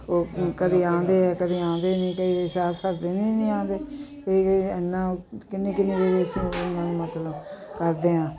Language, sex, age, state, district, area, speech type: Punjabi, female, 60+, Punjab, Jalandhar, urban, spontaneous